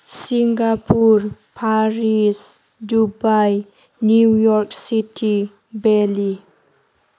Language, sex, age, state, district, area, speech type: Bodo, female, 18-30, Assam, Chirang, rural, spontaneous